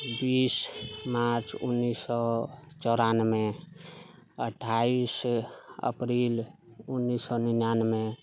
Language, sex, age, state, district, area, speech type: Maithili, male, 30-45, Bihar, Sitamarhi, urban, spontaneous